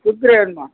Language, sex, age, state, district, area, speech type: Tamil, male, 60+, Tamil Nadu, Thanjavur, rural, conversation